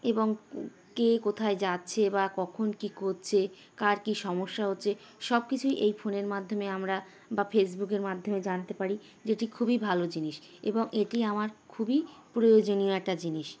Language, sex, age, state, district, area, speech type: Bengali, female, 30-45, West Bengal, Howrah, urban, spontaneous